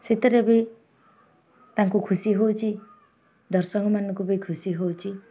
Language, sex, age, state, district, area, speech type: Odia, female, 18-30, Odisha, Jagatsinghpur, urban, spontaneous